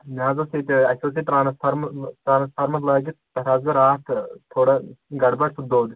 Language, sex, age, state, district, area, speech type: Kashmiri, male, 18-30, Jammu and Kashmir, Pulwama, urban, conversation